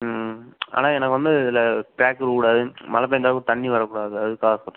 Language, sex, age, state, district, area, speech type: Tamil, male, 18-30, Tamil Nadu, Sivaganga, rural, conversation